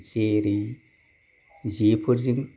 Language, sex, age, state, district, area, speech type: Bodo, male, 60+, Assam, Kokrajhar, urban, spontaneous